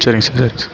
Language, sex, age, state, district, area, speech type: Tamil, male, 18-30, Tamil Nadu, Mayiladuthurai, rural, spontaneous